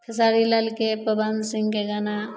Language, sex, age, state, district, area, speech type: Maithili, female, 30-45, Bihar, Begusarai, rural, spontaneous